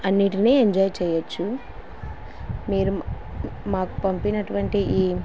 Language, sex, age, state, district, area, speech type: Telugu, female, 18-30, Andhra Pradesh, Kurnool, rural, spontaneous